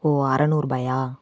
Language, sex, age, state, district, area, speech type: Tamil, female, 18-30, Tamil Nadu, Sivaganga, rural, spontaneous